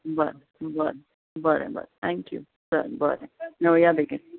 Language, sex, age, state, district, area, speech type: Goan Konkani, female, 30-45, Goa, Bardez, rural, conversation